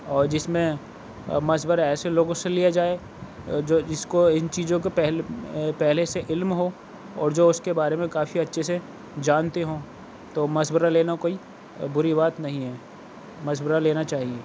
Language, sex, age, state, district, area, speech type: Urdu, male, 30-45, Uttar Pradesh, Aligarh, urban, spontaneous